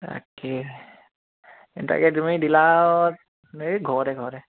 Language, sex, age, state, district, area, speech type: Assamese, male, 18-30, Assam, Dibrugarh, urban, conversation